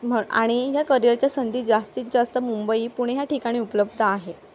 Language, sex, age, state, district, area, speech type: Marathi, female, 18-30, Maharashtra, Palghar, rural, spontaneous